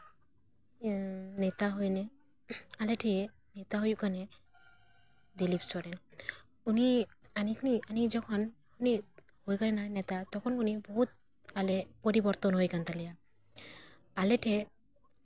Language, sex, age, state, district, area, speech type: Santali, female, 18-30, West Bengal, Paschim Bardhaman, rural, spontaneous